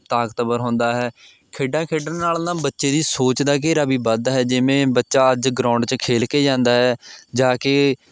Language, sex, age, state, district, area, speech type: Punjabi, male, 18-30, Punjab, Mohali, rural, spontaneous